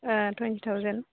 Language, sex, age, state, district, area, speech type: Bodo, female, 30-45, Assam, Udalguri, urban, conversation